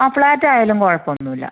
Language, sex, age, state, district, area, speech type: Malayalam, female, 30-45, Kerala, Kannur, rural, conversation